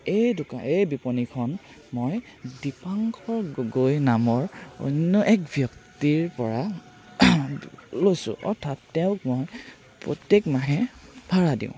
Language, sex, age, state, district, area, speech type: Assamese, male, 18-30, Assam, Charaideo, rural, spontaneous